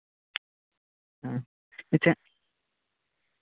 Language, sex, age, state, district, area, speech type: Santali, male, 18-30, West Bengal, Bankura, rural, conversation